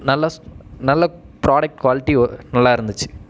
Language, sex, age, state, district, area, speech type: Tamil, male, 30-45, Tamil Nadu, Erode, rural, spontaneous